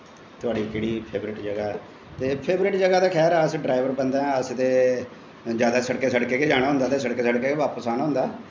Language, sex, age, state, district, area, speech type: Dogri, male, 45-60, Jammu and Kashmir, Jammu, urban, spontaneous